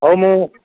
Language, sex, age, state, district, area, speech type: Odia, male, 60+, Odisha, Gajapati, rural, conversation